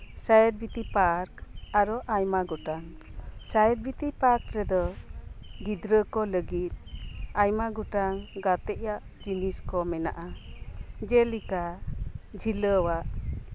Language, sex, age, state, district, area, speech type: Santali, female, 45-60, West Bengal, Birbhum, rural, spontaneous